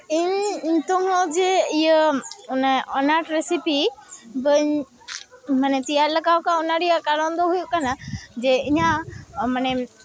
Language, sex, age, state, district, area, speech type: Santali, female, 18-30, West Bengal, Malda, rural, spontaneous